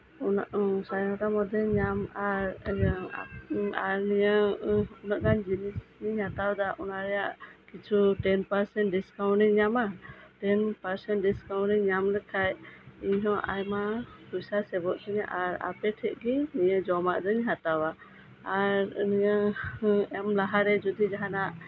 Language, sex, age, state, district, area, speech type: Santali, female, 30-45, West Bengal, Birbhum, rural, spontaneous